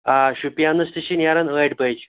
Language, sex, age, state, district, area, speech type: Kashmiri, male, 30-45, Jammu and Kashmir, Pulwama, rural, conversation